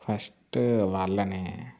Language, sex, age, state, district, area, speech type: Telugu, male, 18-30, Telangana, Mancherial, rural, spontaneous